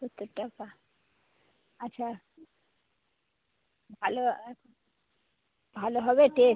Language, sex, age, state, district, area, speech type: Bengali, female, 60+, West Bengal, Howrah, urban, conversation